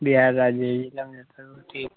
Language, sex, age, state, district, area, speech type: Hindi, male, 18-30, Bihar, Muzaffarpur, rural, conversation